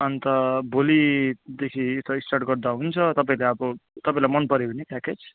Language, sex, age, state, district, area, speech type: Nepali, male, 30-45, West Bengal, Darjeeling, rural, conversation